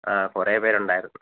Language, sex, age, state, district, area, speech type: Malayalam, male, 18-30, Kerala, Kollam, rural, conversation